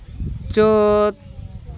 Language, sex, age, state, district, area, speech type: Santali, female, 45-60, West Bengal, Malda, rural, spontaneous